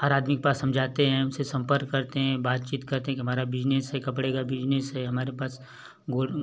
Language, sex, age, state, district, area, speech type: Hindi, male, 18-30, Uttar Pradesh, Ghazipur, rural, spontaneous